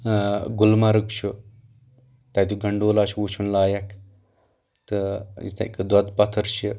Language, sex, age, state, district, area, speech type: Kashmiri, male, 18-30, Jammu and Kashmir, Anantnag, urban, spontaneous